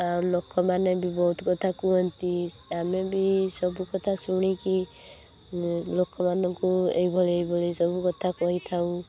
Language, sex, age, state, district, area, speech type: Odia, female, 18-30, Odisha, Balasore, rural, spontaneous